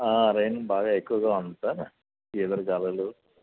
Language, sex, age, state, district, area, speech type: Telugu, male, 45-60, Andhra Pradesh, N T Rama Rao, urban, conversation